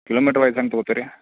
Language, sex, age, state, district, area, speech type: Kannada, male, 30-45, Karnataka, Belgaum, rural, conversation